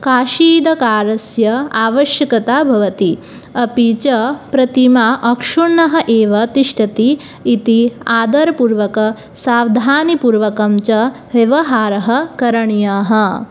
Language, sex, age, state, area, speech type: Sanskrit, female, 18-30, Tripura, rural, spontaneous